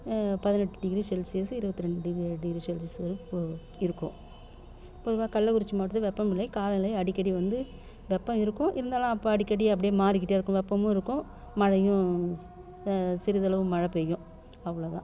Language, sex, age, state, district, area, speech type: Tamil, female, 60+, Tamil Nadu, Kallakurichi, rural, spontaneous